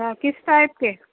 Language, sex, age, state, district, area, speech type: Urdu, female, 45-60, Uttar Pradesh, Rampur, urban, conversation